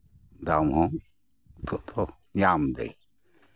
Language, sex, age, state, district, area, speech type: Santali, male, 60+, West Bengal, Bankura, rural, spontaneous